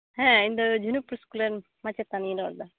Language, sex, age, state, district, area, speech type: Santali, female, 45-60, West Bengal, Uttar Dinajpur, rural, conversation